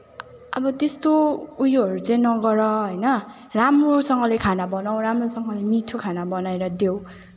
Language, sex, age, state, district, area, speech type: Nepali, female, 18-30, West Bengal, Kalimpong, rural, spontaneous